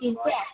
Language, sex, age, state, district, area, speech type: Bengali, female, 45-60, West Bengal, Birbhum, urban, conversation